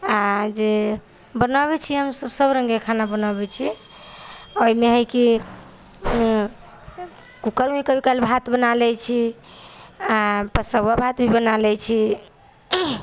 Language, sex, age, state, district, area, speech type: Maithili, female, 18-30, Bihar, Samastipur, urban, spontaneous